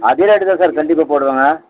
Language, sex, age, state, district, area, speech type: Tamil, male, 60+, Tamil Nadu, Krishnagiri, rural, conversation